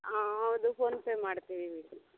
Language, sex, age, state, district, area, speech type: Kannada, female, 18-30, Karnataka, Bangalore Rural, rural, conversation